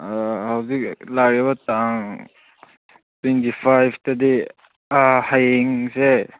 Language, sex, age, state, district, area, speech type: Manipuri, male, 18-30, Manipur, Chandel, rural, conversation